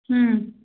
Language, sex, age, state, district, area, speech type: Kannada, female, 30-45, Karnataka, Hassan, urban, conversation